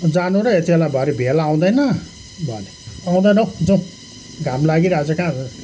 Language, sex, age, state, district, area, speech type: Nepali, male, 60+, West Bengal, Kalimpong, rural, spontaneous